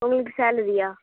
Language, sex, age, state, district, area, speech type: Tamil, female, 18-30, Tamil Nadu, Thoothukudi, urban, conversation